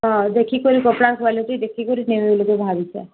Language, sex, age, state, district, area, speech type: Odia, male, 45-60, Odisha, Nuapada, urban, conversation